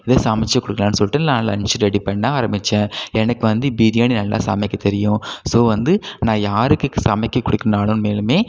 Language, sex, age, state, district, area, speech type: Tamil, male, 18-30, Tamil Nadu, Cuddalore, rural, spontaneous